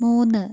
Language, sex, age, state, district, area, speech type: Malayalam, female, 18-30, Kerala, Wayanad, rural, read